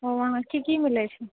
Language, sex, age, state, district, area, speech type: Maithili, female, 18-30, Bihar, Purnia, rural, conversation